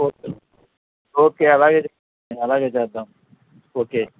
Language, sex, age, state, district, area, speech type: Telugu, male, 60+, Andhra Pradesh, Nandyal, urban, conversation